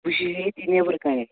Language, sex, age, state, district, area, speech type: Kashmiri, male, 18-30, Jammu and Kashmir, Kupwara, rural, conversation